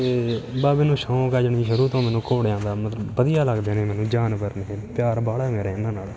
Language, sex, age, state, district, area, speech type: Punjabi, male, 18-30, Punjab, Fatehgarh Sahib, rural, spontaneous